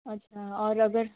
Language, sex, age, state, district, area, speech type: Hindi, female, 18-30, Uttar Pradesh, Jaunpur, rural, conversation